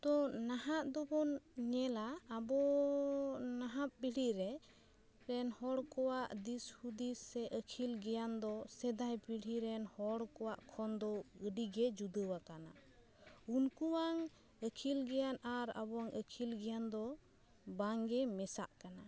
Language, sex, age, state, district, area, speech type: Santali, female, 18-30, West Bengal, Bankura, rural, spontaneous